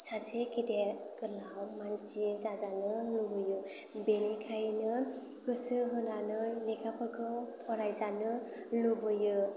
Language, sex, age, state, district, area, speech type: Bodo, female, 18-30, Assam, Chirang, urban, spontaneous